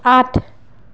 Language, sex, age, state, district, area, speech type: Assamese, female, 30-45, Assam, Sivasagar, rural, read